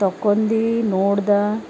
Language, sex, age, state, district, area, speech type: Kannada, female, 30-45, Karnataka, Bidar, urban, spontaneous